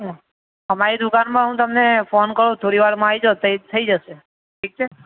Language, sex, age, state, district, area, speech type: Gujarati, male, 18-30, Gujarat, Aravalli, urban, conversation